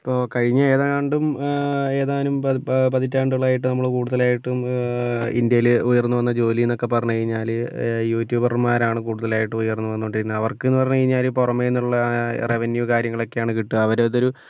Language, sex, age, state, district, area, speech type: Malayalam, male, 45-60, Kerala, Kozhikode, urban, spontaneous